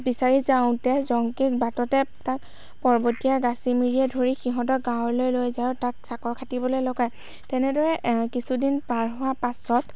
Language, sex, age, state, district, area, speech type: Assamese, female, 18-30, Assam, Lakhimpur, rural, spontaneous